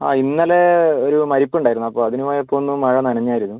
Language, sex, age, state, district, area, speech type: Malayalam, male, 45-60, Kerala, Wayanad, rural, conversation